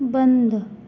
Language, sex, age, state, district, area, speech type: Marathi, female, 18-30, Maharashtra, Sindhudurg, rural, read